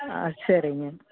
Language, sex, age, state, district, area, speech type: Tamil, female, 45-60, Tamil Nadu, Namakkal, rural, conversation